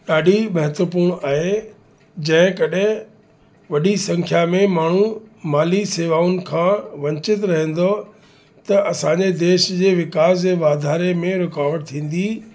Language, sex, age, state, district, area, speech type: Sindhi, male, 60+, Uttar Pradesh, Lucknow, urban, spontaneous